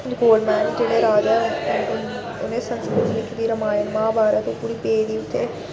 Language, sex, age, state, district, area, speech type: Dogri, female, 30-45, Jammu and Kashmir, Reasi, urban, spontaneous